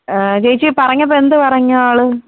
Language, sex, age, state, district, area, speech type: Malayalam, female, 18-30, Kerala, Thiruvananthapuram, rural, conversation